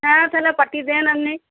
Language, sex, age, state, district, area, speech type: Bengali, female, 60+, West Bengal, Cooch Behar, rural, conversation